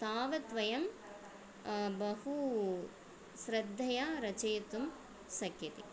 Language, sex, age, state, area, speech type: Sanskrit, female, 30-45, Tamil Nadu, urban, spontaneous